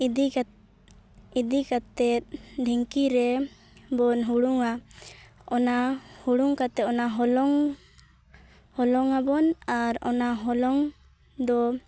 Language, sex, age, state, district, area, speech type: Santali, female, 18-30, Jharkhand, Seraikela Kharsawan, rural, spontaneous